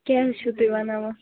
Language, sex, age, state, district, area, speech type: Kashmiri, female, 30-45, Jammu and Kashmir, Bandipora, rural, conversation